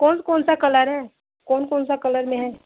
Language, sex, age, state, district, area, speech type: Hindi, female, 18-30, Uttar Pradesh, Prayagraj, urban, conversation